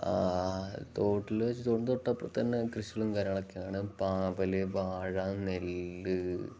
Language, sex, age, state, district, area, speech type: Malayalam, male, 18-30, Kerala, Wayanad, rural, spontaneous